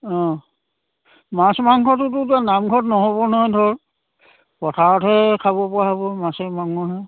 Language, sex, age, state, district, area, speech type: Assamese, male, 60+, Assam, Dhemaji, rural, conversation